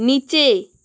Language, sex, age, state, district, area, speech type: Hindi, female, 30-45, Rajasthan, Jodhpur, rural, read